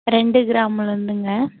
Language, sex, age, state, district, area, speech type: Tamil, female, 18-30, Tamil Nadu, Tirupattur, urban, conversation